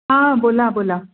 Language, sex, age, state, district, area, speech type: Marathi, female, 45-60, Maharashtra, Pune, urban, conversation